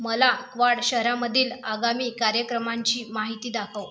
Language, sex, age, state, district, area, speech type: Marathi, female, 30-45, Maharashtra, Buldhana, urban, read